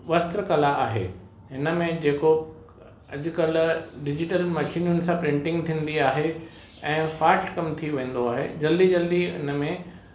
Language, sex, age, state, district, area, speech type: Sindhi, male, 30-45, Maharashtra, Mumbai Suburban, urban, spontaneous